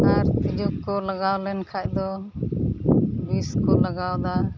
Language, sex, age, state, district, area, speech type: Santali, female, 45-60, West Bengal, Uttar Dinajpur, rural, spontaneous